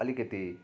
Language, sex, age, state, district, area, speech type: Nepali, male, 18-30, West Bengal, Darjeeling, rural, spontaneous